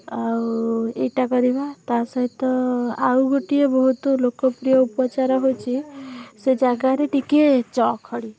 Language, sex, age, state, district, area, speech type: Odia, female, 18-30, Odisha, Bhadrak, rural, spontaneous